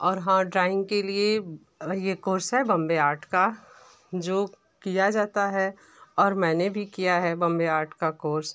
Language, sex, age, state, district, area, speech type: Hindi, female, 30-45, Uttar Pradesh, Ghazipur, rural, spontaneous